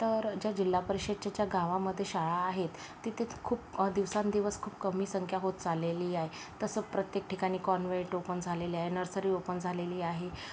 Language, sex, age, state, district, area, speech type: Marathi, female, 30-45, Maharashtra, Yavatmal, rural, spontaneous